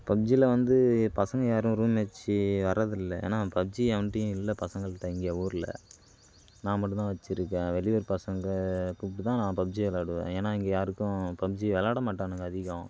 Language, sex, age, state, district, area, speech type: Tamil, male, 18-30, Tamil Nadu, Kallakurichi, urban, spontaneous